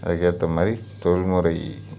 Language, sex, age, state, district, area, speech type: Tamil, male, 30-45, Tamil Nadu, Tiruchirappalli, rural, spontaneous